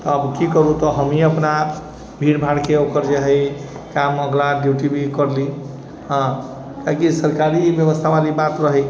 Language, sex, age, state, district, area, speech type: Maithili, male, 30-45, Bihar, Sitamarhi, urban, spontaneous